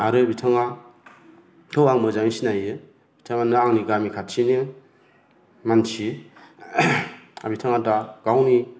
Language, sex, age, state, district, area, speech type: Bodo, male, 45-60, Assam, Chirang, rural, spontaneous